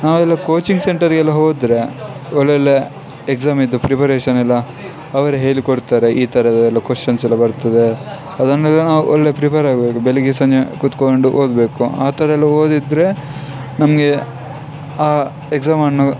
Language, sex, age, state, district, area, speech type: Kannada, male, 18-30, Karnataka, Dakshina Kannada, rural, spontaneous